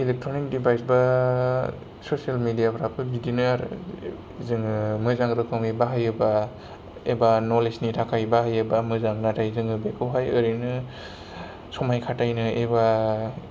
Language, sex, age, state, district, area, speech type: Bodo, male, 30-45, Assam, Kokrajhar, rural, spontaneous